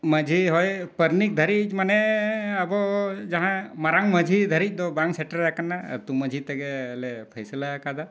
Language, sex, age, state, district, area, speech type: Santali, male, 60+, Jharkhand, Bokaro, rural, spontaneous